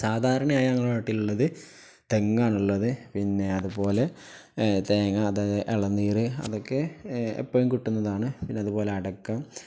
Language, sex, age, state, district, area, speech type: Malayalam, male, 18-30, Kerala, Kozhikode, rural, spontaneous